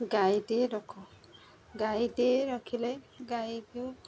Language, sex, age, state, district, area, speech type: Odia, female, 30-45, Odisha, Jagatsinghpur, rural, spontaneous